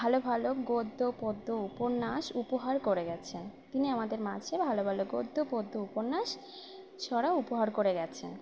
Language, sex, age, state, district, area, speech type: Bengali, female, 18-30, West Bengal, Uttar Dinajpur, urban, spontaneous